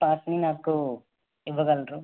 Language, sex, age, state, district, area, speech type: Telugu, male, 45-60, Andhra Pradesh, West Godavari, rural, conversation